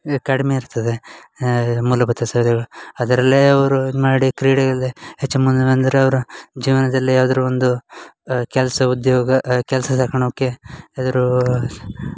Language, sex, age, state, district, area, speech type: Kannada, male, 18-30, Karnataka, Uttara Kannada, rural, spontaneous